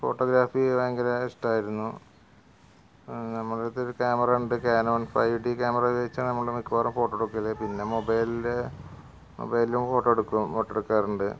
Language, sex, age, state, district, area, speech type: Malayalam, male, 45-60, Kerala, Malappuram, rural, spontaneous